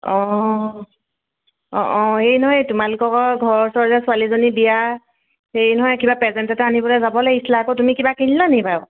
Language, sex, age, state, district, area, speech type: Assamese, female, 30-45, Assam, Golaghat, urban, conversation